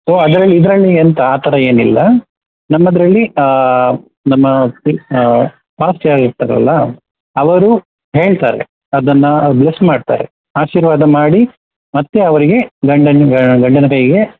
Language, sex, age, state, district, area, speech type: Kannada, male, 30-45, Karnataka, Udupi, rural, conversation